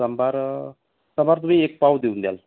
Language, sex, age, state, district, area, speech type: Marathi, male, 30-45, Maharashtra, Nagpur, urban, conversation